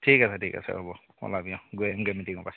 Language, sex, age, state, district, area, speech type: Assamese, male, 30-45, Assam, Jorhat, rural, conversation